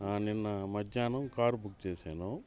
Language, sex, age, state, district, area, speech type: Telugu, male, 30-45, Andhra Pradesh, Bapatla, urban, spontaneous